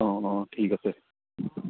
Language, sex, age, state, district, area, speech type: Assamese, male, 18-30, Assam, Sivasagar, rural, conversation